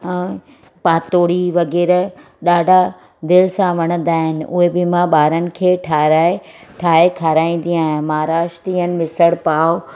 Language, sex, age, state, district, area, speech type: Sindhi, female, 45-60, Gujarat, Surat, urban, spontaneous